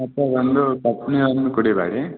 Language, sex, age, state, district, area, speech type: Kannada, male, 18-30, Karnataka, Chikkaballapur, rural, conversation